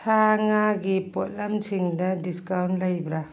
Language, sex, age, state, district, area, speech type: Manipuri, female, 45-60, Manipur, Churachandpur, urban, read